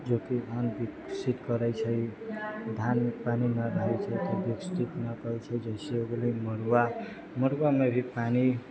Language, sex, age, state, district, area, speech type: Maithili, male, 30-45, Bihar, Sitamarhi, urban, spontaneous